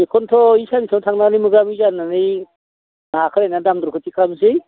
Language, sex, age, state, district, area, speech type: Bodo, male, 60+, Assam, Baksa, urban, conversation